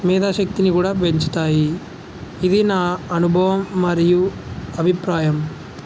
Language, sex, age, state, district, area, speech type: Telugu, male, 18-30, Telangana, Jangaon, rural, spontaneous